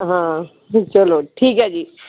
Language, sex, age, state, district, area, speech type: Punjabi, male, 60+, Punjab, Shaheed Bhagat Singh Nagar, urban, conversation